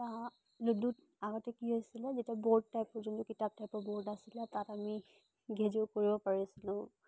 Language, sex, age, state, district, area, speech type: Assamese, female, 18-30, Assam, Charaideo, urban, spontaneous